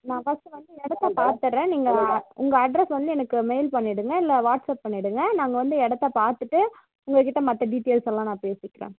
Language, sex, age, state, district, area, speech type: Tamil, female, 18-30, Tamil Nadu, Tirupattur, urban, conversation